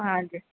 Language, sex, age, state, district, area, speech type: Punjabi, female, 30-45, Punjab, Jalandhar, rural, conversation